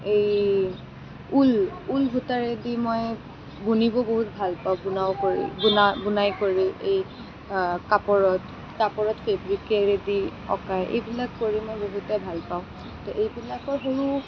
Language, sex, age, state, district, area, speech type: Assamese, female, 18-30, Assam, Kamrup Metropolitan, urban, spontaneous